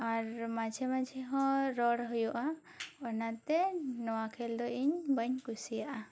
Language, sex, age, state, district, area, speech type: Santali, female, 18-30, West Bengal, Bankura, rural, spontaneous